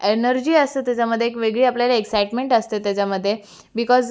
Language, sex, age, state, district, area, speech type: Marathi, female, 18-30, Maharashtra, Raigad, urban, spontaneous